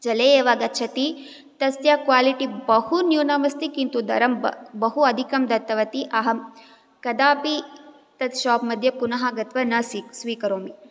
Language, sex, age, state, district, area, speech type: Sanskrit, female, 18-30, Karnataka, Bangalore Rural, urban, spontaneous